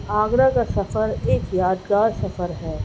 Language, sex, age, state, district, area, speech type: Urdu, female, 18-30, Delhi, Central Delhi, urban, spontaneous